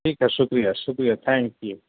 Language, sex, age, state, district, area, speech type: Urdu, female, 18-30, Bihar, Gaya, urban, conversation